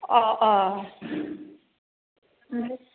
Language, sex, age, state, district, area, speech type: Bodo, female, 45-60, Assam, Baksa, rural, conversation